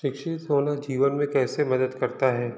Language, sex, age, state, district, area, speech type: Hindi, male, 45-60, Madhya Pradesh, Balaghat, rural, spontaneous